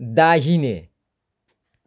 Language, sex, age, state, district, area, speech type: Nepali, male, 60+, West Bengal, Darjeeling, rural, read